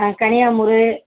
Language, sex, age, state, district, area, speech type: Tamil, female, 45-60, Tamil Nadu, Kallakurichi, rural, conversation